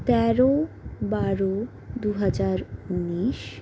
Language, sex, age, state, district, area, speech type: Bengali, other, 45-60, West Bengal, Purulia, rural, spontaneous